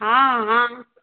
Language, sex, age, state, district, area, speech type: Maithili, female, 60+, Bihar, Samastipur, urban, conversation